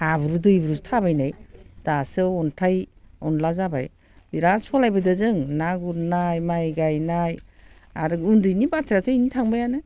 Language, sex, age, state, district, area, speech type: Bodo, female, 60+, Assam, Baksa, urban, spontaneous